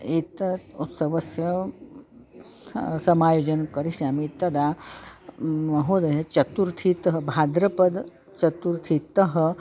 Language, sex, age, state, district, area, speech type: Sanskrit, female, 45-60, Maharashtra, Nagpur, urban, spontaneous